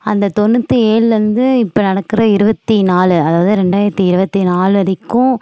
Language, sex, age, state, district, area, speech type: Tamil, female, 18-30, Tamil Nadu, Nagapattinam, urban, spontaneous